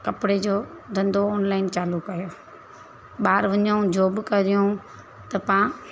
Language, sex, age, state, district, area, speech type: Sindhi, female, 30-45, Gujarat, Surat, urban, spontaneous